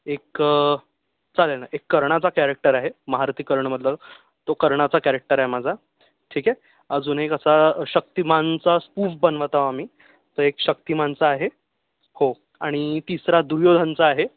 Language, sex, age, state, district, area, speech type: Marathi, male, 30-45, Maharashtra, Yavatmal, urban, conversation